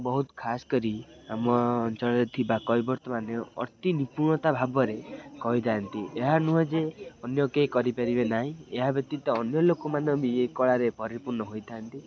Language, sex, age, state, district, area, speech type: Odia, male, 18-30, Odisha, Kendrapara, urban, spontaneous